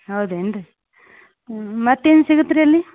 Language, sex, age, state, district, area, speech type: Kannada, female, 30-45, Karnataka, Gadag, urban, conversation